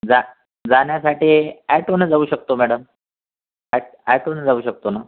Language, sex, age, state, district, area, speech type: Marathi, male, 45-60, Maharashtra, Buldhana, rural, conversation